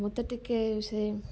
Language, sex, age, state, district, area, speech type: Odia, female, 45-60, Odisha, Malkangiri, urban, spontaneous